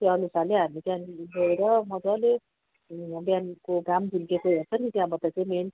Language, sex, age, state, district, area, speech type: Nepali, female, 45-60, West Bengal, Darjeeling, rural, conversation